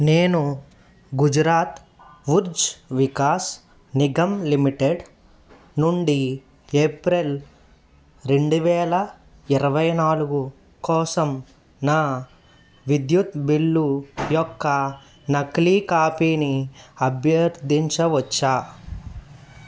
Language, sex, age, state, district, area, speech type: Telugu, male, 30-45, Andhra Pradesh, N T Rama Rao, urban, read